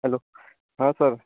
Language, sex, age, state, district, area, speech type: Hindi, male, 18-30, Bihar, Madhepura, rural, conversation